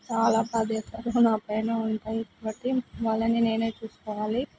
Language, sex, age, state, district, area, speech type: Telugu, female, 18-30, Telangana, Mahbubnagar, urban, spontaneous